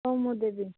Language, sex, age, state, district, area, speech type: Odia, female, 18-30, Odisha, Koraput, urban, conversation